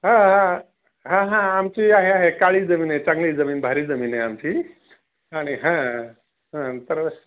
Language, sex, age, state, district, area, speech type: Marathi, male, 60+, Maharashtra, Osmanabad, rural, conversation